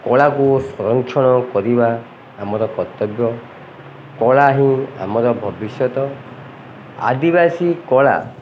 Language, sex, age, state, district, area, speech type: Odia, male, 45-60, Odisha, Ganjam, urban, spontaneous